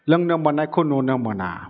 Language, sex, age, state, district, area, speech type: Bodo, male, 60+, Assam, Chirang, urban, spontaneous